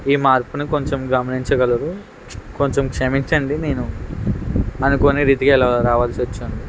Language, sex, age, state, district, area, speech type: Telugu, male, 18-30, Andhra Pradesh, N T Rama Rao, rural, spontaneous